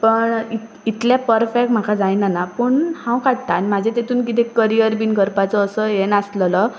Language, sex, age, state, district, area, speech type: Goan Konkani, female, 18-30, Goa, Pernem, rural, spontaneous